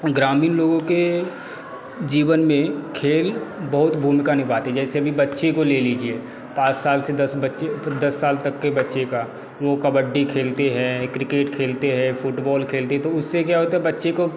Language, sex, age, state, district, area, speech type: Hindi, male, 30-45, Bihar, Darbhanga, rural, spontaneous